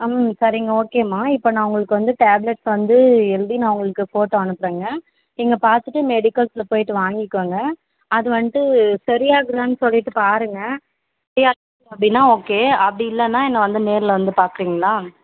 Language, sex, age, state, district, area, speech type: Tamil, female, 18-30, Tamil Nadu, Tirupattur, rural, conversation